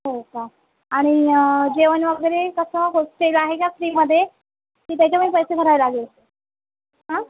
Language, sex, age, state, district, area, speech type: Marathi, female, 30-45, Maharashtra, Nagpur, urban, conversation